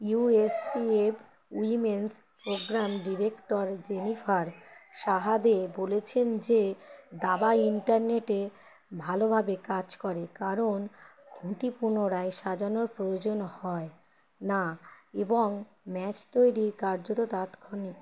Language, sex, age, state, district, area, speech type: Bengali, female, 30-45, West Bengal, Howrah, urban, read